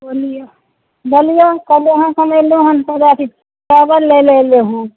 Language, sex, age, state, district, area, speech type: Maithili, female, 30-45, Bihar, Saharsa, rural, conversation